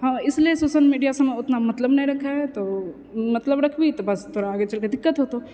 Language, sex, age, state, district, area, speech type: Maithili, female, 18-30, Bihar, Purnia, rural, spontaneous